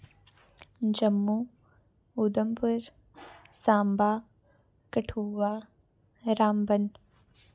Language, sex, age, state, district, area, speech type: Dogri, female, 18-30, Jammu and Kashmir, Samba, urban, spontaneous